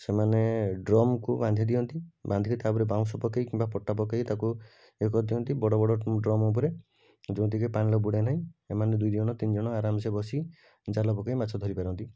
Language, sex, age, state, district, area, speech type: Odia, male, 30-45, Odisha, Cuttack, urban, spontaneous